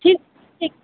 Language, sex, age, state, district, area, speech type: Odia, female, 45-60, Odisha, Sundergarh, rural, conversation